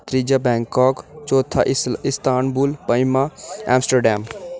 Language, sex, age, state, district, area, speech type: Dogri, male, 18-30, Jammu and Kashmir, Udhampur, urban, spontaneous